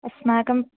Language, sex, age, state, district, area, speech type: Sanskrit, female, 18-30, Karnataka, Belgaum, rural, conversation